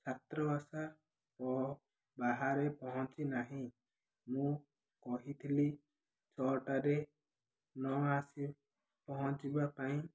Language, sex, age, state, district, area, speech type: Odia, male, 18-30, Odisha, Ganjam, urban, spontaneous